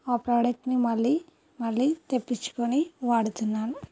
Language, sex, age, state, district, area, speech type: Telugu, female, 30-45, Telangana, Karimnagar, rural, spontaneous